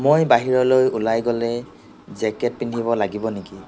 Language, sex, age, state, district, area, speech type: Assamese, male, 45-60, Assam, Nagaon, rural, read